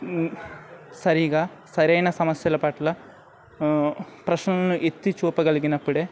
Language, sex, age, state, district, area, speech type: Telugu, male, 30-45, Andhra Pradesh, Anakapalli, rural, spontaneous